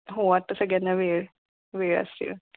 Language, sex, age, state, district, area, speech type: Marathi, female, 30-45, Maharashtra, Kolhapur, rural, conversation